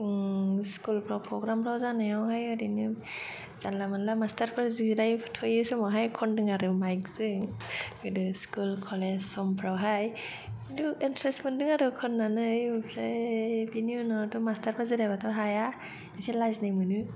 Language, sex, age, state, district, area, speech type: Bodo, female, 30-45, Assam, Kokrajhar, urban, spontaneous